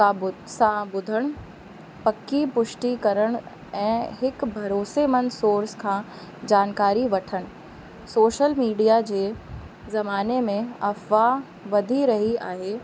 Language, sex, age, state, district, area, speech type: Sindhi, female, 30-45, Uttar Pradesh, Lucknow, urban, spontaneous